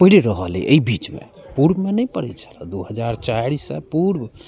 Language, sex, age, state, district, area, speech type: Maithili, male, 45-60, Bihar, Madhubani, rural, spontaneous